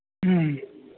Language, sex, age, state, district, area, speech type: Manipuri, male, 60+, Manipur, Imphal East, rural, conversation